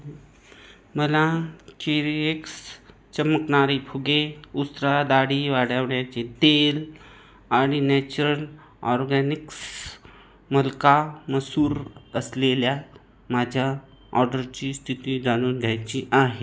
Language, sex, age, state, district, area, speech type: Marathi, other, 30-45, Maharashtra, Buldhana, urban, read